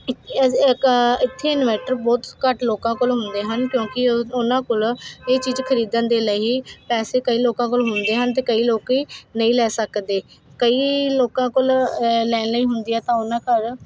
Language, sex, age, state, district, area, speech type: Punjabi, female, 18-30, Punjab, Faridkot, urban, spontaneous